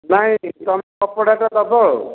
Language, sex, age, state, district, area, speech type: Odia, male, 60+, Odisha, Nayagarh, rural, conversation